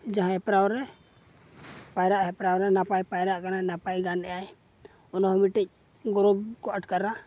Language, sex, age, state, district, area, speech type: Santali, male, 18-30, Jharkhand, Seraikela Kharsawan, rural, spontaneous